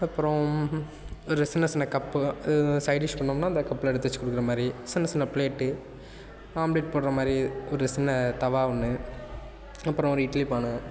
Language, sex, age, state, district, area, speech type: Tamil, male, 18-30, Tamil Nadu, Nagapattinam, urban, spontaneous